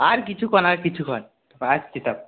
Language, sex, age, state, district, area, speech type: Bengali, male, 18-30, West Bengal, Purulia, rural, conversation